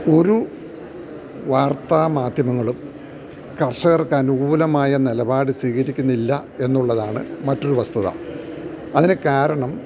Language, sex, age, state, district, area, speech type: Malayalam, male, 60+, Kerala, Idukki, rural, spontaneous